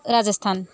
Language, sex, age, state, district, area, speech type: Nepali, female, 30-45, West Bengal, Darjeeling, rural, spontaneous